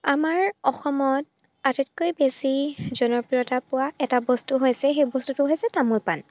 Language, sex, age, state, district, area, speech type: Assamese, female, 18-30, Assam, Charaideo, rural, spontaneous